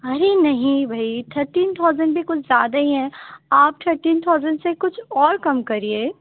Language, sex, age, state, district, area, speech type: Urdu, female, 18-30, Uttar Pradesh, Shahjahanpur, rural, conversation